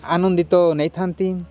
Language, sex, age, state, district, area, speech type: Odia, male, 45-60, Odisha, Nabarangpur, rural, spontaneous